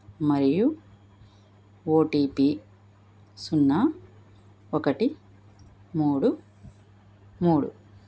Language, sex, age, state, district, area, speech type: Telugu, female, 45-60, Andhra Pradesh, Krishna, urban, read